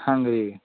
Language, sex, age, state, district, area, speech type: Kannada, male, 18-30, Karnataka, Bidar, urban, conversation